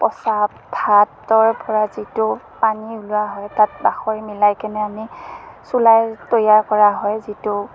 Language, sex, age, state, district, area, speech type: Assamese, female, 30-45, Assam, Morigaon, rural, spontaneous